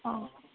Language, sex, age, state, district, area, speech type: Assamese, female, 18-30, Assam, Golaghat, urban, conversation